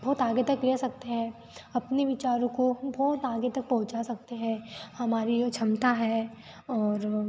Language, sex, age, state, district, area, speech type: Hindi, female, 18-30, Madhya Pradesh, Betul, rural, spontaneous